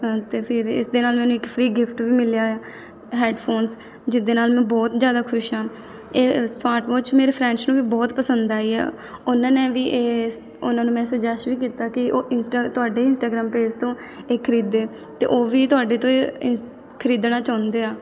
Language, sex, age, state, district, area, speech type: Punjabi, female, 18-30, Punjab, Mohali, urban, spontaneous